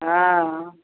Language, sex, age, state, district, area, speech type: Maithili, female, 60+, Bihar, Samastipur, rural, conversation